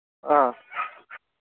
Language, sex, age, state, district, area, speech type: Manipuri, male, 18-30, Manipur, Kangpokpi, urban, conversation